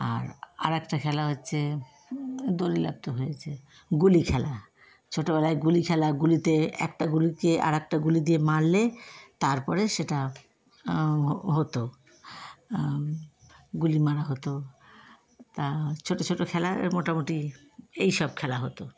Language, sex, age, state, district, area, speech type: Bengali, female, 30-45, West Bengal, Howrah, urban, spontaneous